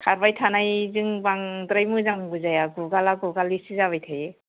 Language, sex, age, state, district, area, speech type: Bodo, male, 60+, Assam, Kokrajhar, urban, conversation